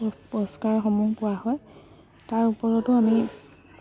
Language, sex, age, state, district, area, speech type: Assamese, female, 30-45, Assam, Lakhimpur, rural, spontaneous